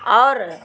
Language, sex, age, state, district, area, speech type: Urdu, female, 45-60, Bihar, Araria, rural, spontaneous